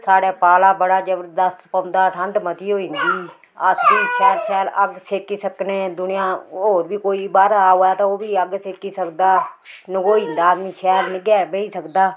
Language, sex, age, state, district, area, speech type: Dogri, female, 45-60, Jammu and Kashmir, Udhampur, rural, spontaneous